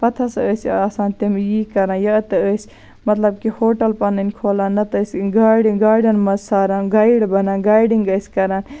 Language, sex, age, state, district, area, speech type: Kashmiri, female, 30-45, Jammu and Kashmir, Baramulla, rural, spontaneous